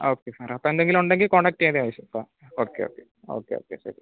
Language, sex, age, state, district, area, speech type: Malayalam, male, 18-30, Kerala, Pathanamthitta, rural, conversation